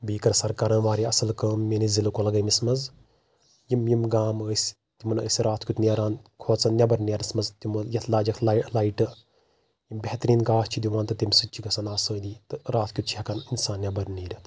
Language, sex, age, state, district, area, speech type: Kashmiri, male, 18-30, Jammu and Kashmir, Kulgam, rural, spontaneous